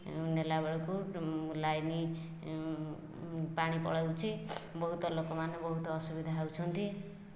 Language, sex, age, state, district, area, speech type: Odia, female, 45-60, Odisha, Jajpur, rural, spontaneous